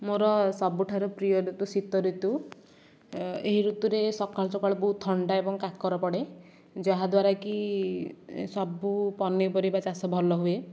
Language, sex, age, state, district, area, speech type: Odia, female, 18-30, Odisha, Nayagarh, rural, spontaneous